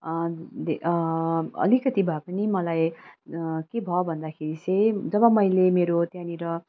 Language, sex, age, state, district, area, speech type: Nepali, female, 30-45, West Bengal, Kalimpong, rural, spontaneous